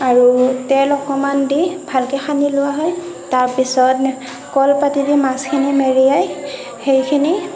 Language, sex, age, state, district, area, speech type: Assamese, female, 60+, Assam, Nagaon, rural, spontaneous